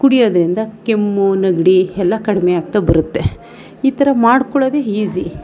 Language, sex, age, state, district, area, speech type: Kannada, female, 30-45, Karnataka, Mandya, rural, spontaneous